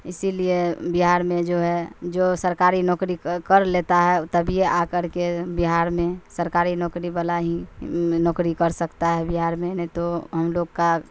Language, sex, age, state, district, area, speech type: Urdu, female, 45-60, Bihar, Supaul, rural, spontaneous